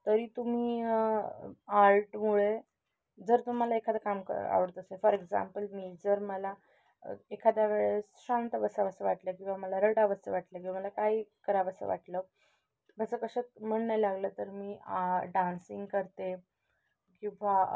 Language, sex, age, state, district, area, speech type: Marathi, female, 18-30, Maharashtra, Nashik, urban, spontaneous